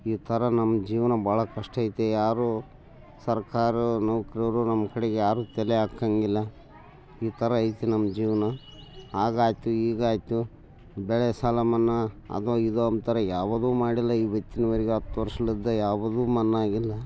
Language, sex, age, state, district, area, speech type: Kannada, male, 60+, Karnataka, Bellary, rural, spontaneous